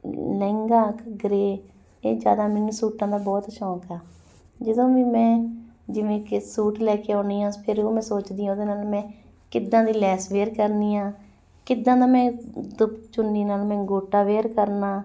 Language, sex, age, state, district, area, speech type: Punjabi, female, 30-45, Punjab, Muktsar, urban, spontaneous